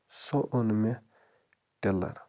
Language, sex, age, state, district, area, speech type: Kashmiri, male, 45-60, Jammu and Kashmir, Baramulla, rural, spontaneous